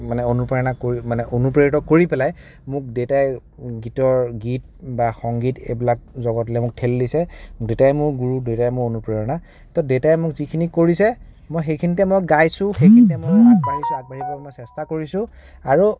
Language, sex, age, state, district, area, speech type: Assamese, male, 30-45, Assam, Kamrup Metropolitan, urban, spontaneous